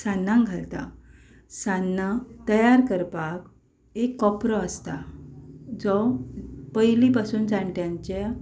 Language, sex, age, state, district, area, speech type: Goan Konkani, female, 30-45, Goa, Ponda, rural, spontaneous